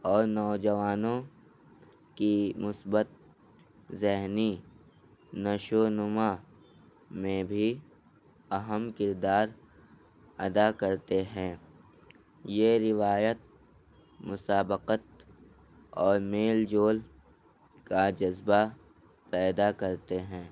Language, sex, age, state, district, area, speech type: Urdu, male, 18-30, Delhi, North East Delhi, rural, spontaneous